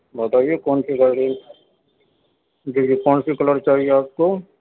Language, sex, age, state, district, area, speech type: Urdu, male, 45-60, Uttar Pradesh, Gautam Buddha Nagar, urban, conversation